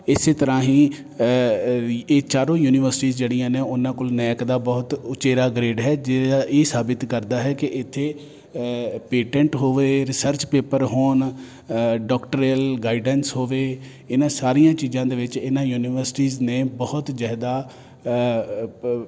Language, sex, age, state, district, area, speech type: Punjabi, male, 30-45, Punjab, Jalandhar, urban, spontaneous